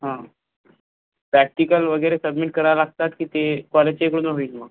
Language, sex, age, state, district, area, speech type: Marathi, male, 18-30, Maharashtra, Akola, rural, conversation